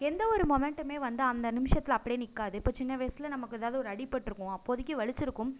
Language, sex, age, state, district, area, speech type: Tamil, female, 45-60, Tamil Nadu, Mayiladuthurai, rural, spontaneous